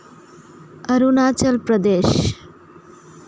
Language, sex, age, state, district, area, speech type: Santali, female, 30-45, West Bengal, Birbhum, rural, spontaneous